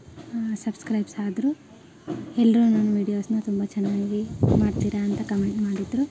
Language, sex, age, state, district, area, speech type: Kannada, female, 18-30, Karnataka, Koppal, urban, spontaneous